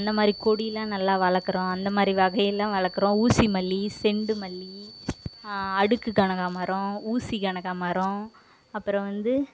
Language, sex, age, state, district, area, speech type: Tamil, female, 18-30, Tamil Nadu, Kallakurichi, rural, spontaneous